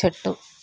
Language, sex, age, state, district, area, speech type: Telugu, female, 18-30, Telangana, Hyderabad, urban, read